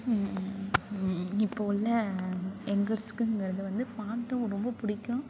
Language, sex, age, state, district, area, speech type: Tamil, female, 18-30, Tamil Nadu, Thanjavur, rural, spontaneous